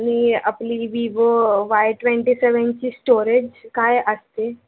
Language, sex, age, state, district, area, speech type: Marathi, female, 18-30, Maharashtra, Thane, urban, conversation